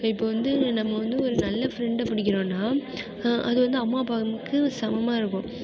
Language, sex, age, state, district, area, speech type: Tamil, female, 18-30, Tamil Nadu, Mayiladuthurai, urban, spontaneous